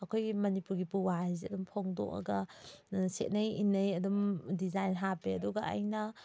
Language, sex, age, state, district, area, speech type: Manipuri, female, 30-45, Manipur, Thoubal, rural, spontaneous